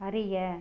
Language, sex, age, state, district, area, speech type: Tamil, female, 30-45, Tamil Nadu, Tiruchirappalli, rural, read